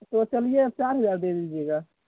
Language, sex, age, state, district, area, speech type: Hindi, male, 18-30, Uttar Pradesh, Prayagraj, urban, conversation